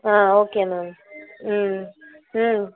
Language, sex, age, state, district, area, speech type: Tamil, female, 18-30, Tamil Nadu, Madurai, urban, conversation